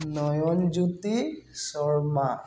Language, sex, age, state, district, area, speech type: Assamese, male, 30-45, Assam, Tinsukia, urban, spontaneous